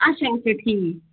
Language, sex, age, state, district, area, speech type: Kashmiri, female, 30-45, Jammu and Kashmir, Pulwama, rural, conversation